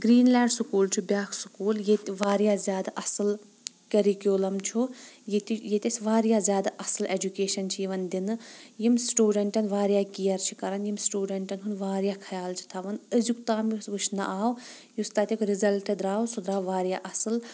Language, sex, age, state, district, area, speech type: Kashmiri, female, 30-45, Jammu and Kashmir, Shopian, rural, spontaneous